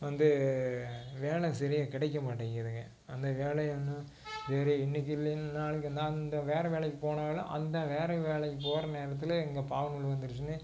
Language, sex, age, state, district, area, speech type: Tamil, male, 45-60, Tamil Nadu, Tiruppur, urban, spontaneous